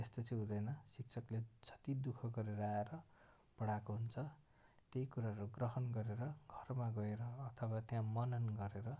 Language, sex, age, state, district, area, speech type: Nepali, male, 18-30, West Bengal, Darjeeling, rural, spontaneous